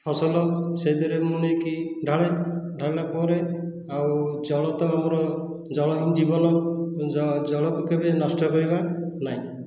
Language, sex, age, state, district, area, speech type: Odia, male, 30-45, Odisha, Khordha, rural, spontaneous